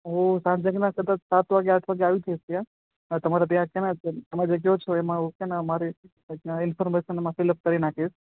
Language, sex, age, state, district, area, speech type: Gujarati, male, 18-30, Gujarat, Ahmedabad, urban, conversation